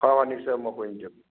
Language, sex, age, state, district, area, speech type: Assamese, male, 30-45, Assam, Nagaon, rural, conversation